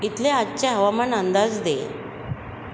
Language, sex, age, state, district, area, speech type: Marathi, female, 45-60, Maharashtra, Mumbai Suburban, urban, read